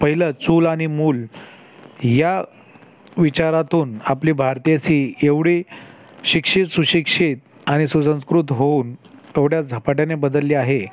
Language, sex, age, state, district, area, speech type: Marathi, male, 30-45, Maharashtra, Thane, urban, spontaneous